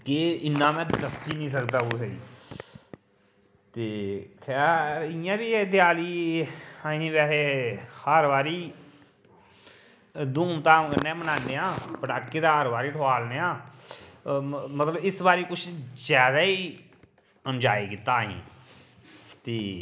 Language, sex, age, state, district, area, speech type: Dogri, male, 45-60, Jammu and Kashmir, Kathua, rural, spontaneous